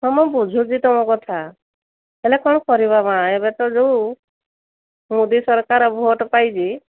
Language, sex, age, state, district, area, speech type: Odia, female, 60+, Odisha, Angul, rural, conversation